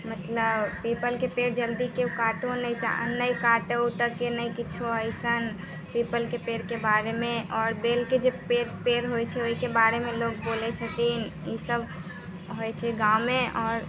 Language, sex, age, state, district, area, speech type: Maithili, female, 18-30, Bihar, Muzaffarpur, rural, spontaneous